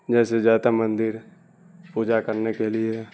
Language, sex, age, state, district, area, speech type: Urdu, male, 18-30, Bihar, Darbhanga, rural, spontaneous